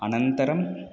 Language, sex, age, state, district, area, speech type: Sanskrit, male, 30-45, Tamil Nadu, Chennai, urban, spontaneous